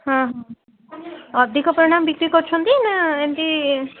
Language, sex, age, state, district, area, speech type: Odia, female, 18-30, Odisha, Puri, urban, conversation